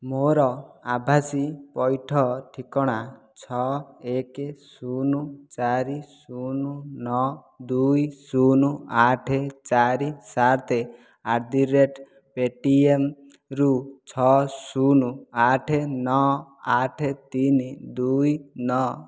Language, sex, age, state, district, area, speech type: Odia, male, 18-30, Odisha, Jajpur, rural, read